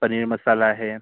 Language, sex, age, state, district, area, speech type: Marathi, male, 30-45, Maharashtra, Yavatmal, urban, conversation